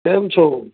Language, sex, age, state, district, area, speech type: Gujarati, male, 45-60, Gujarat, Amreli, rural, conversation